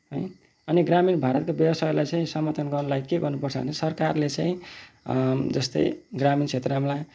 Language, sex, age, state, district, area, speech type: Nepali, male, 30-45, West Bengal, Kalimpong, rural, spontaneous